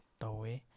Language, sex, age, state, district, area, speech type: Manipuri, male, 45-60, Manipur, Bishnupur, rural, spontaneous